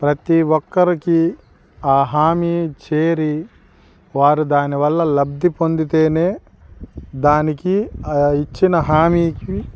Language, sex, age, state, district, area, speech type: Telugu, male, 45-60, Andhra Pradesh, Guntur, rural, spontaneous